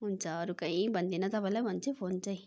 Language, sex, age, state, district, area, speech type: Nepali, female, 45-60, West Bengal, Darjeeling, rural, spontaneous